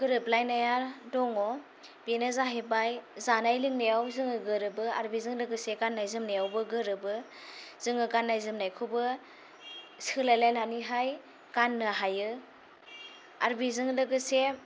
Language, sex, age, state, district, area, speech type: Bodo, female, 18-30, Assam, Kokrajhar, rural, spontaneous